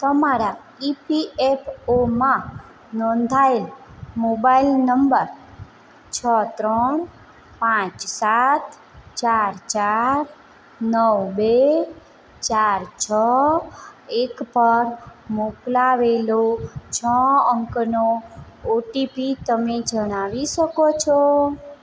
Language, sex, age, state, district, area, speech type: Gujarati, female, 30-45, Gujarat, Morbi, urban, read